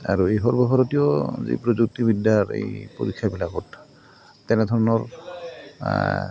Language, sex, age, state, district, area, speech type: Assamese, male, 45-60, Assam, Goalpara, urban, spontaneous